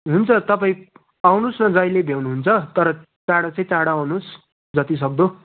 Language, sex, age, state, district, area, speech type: Nepali, male, 18-30, West Bengal, Darjeeling, rural, conversation